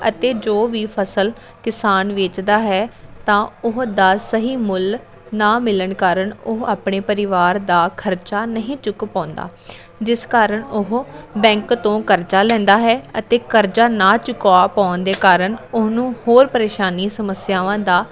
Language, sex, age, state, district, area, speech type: Punjabi, female, 18-30, Punjab, Amritsar, rural, spontaneous